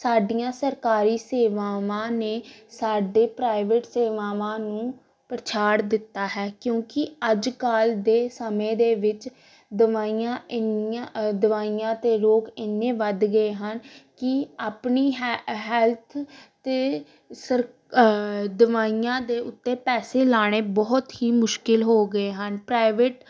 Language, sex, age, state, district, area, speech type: Punjabi, female, 18-30, Punjab, Gurdaspur, rural, spontaneous